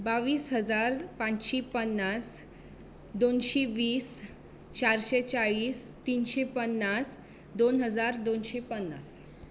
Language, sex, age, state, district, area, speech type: Goan Konkani, female, 18-30, Goa, Bardez, urban, spontaneous